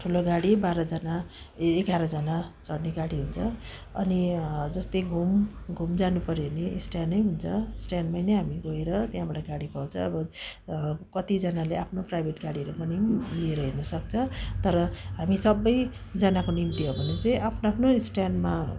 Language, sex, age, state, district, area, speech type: Nepali, female, 45-60, West Bengal, Darjeeling, rural, spontaneous